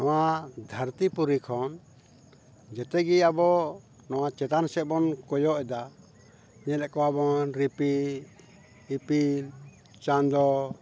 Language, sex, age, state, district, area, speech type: Santali, male, 45-60, Jharkhand, Bokaro, rural, spontaneous